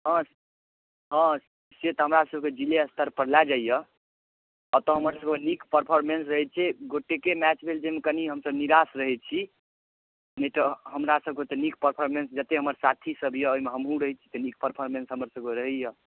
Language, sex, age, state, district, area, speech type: Maithili, male, 18-30, Bihar, Darbhanga, rural, conversation